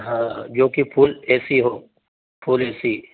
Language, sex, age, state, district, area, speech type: Hindi, male, 30-45, Madhya Pradesh, Ujjain, rural, conversation